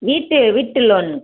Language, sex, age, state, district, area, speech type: Tamil, female, 45-60, Tamil Nadu, Madurai, rural, conversation